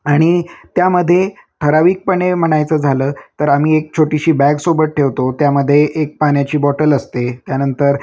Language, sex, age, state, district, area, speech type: Marathi, male, 30-45, Maharashtra, Osmanabad, rural, spontaneous